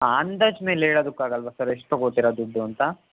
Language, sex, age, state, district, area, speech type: Kannada, male, 18-30, Karnataka, Chikkaballapur, urban, conversation